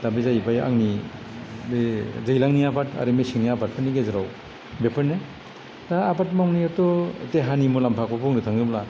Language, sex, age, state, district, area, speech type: Bodo, male, 60+, Assam, Kokrajhar, rural, spontaneous